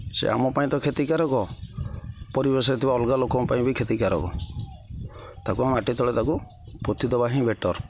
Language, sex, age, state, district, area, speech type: Odia, male, 30-45, Odisha, Jagatsinghpur, rural, spontaneous